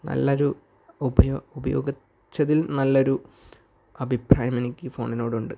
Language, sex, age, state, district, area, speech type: Malayalam, male, 18-30, Kerala, Kasaragod, rural, spontaneous